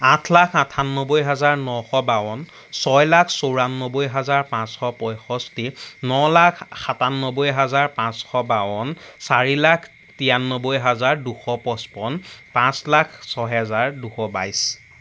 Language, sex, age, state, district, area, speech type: Assamese, male, 18-30, Assam, Jorhat, urban, spontaneous